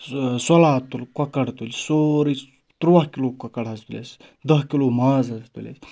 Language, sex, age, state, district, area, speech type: Kashmiri, male, 30-45, Jammu and Kashmir, Anantnag, rural, spontaneous